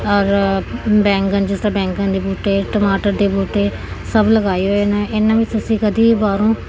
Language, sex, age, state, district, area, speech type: Punjabi, female, 30-45, Punjab, Gurdaspur, urban, spontaneous